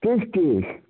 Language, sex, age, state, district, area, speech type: Maithili, male, 60+, Bihar, Samastipur, urban, conversation